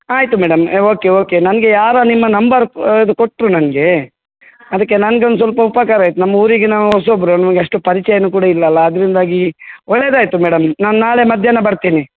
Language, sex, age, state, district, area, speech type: Kannada, male, 45-60, Karnataka, Udupi, rural, conversation